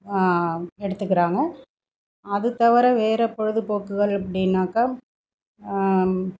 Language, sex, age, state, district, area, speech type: Tamil, female, 45-60, Tamil Nadu, Thanjavur, rural, spontaneous